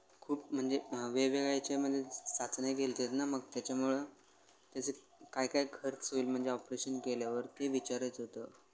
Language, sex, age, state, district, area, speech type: Marathi, male, 18-30, Maharashtra, Sangli, rural, spontaneous